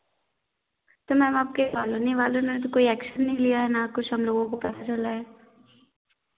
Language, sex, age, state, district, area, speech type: Hindi, female, 18-30, Madhya Pradesh, Narsinghpur, rural, conversation